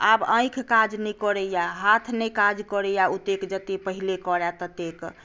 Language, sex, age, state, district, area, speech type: Maithili, female, 60+, Bihar, Madhubani, rural, spontaneous